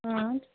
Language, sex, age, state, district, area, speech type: Dogri, female, 18-30, Jammu and Kashmir, Kathua, rural, conversation